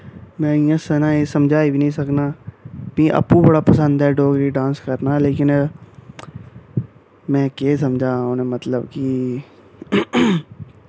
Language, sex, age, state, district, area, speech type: Dogri, male, 18-30, Jammu and Kashmir, Samba, rural, spontaneous